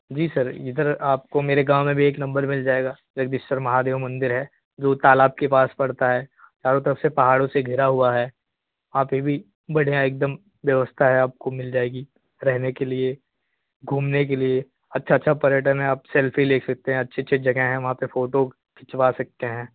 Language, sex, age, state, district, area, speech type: Hindi, male, 18-30, Uttar Pradesh, Jaunpur, rural, conversation